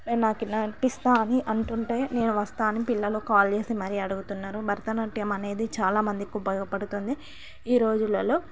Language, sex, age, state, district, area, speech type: Telugu, female, 18-30, Andhra Pradesh, Visakhapatnam, urban, spontaneous